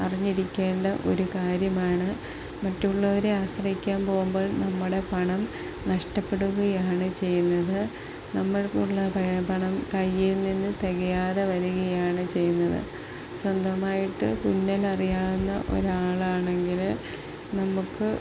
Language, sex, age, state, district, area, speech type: Malayalam, female, 30-45, Kerala, Palakkad, rural, spontaneous